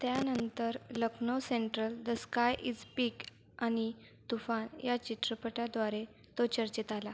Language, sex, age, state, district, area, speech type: Marathi, female, 18-30, Maharashtra, Buldhana, rural, read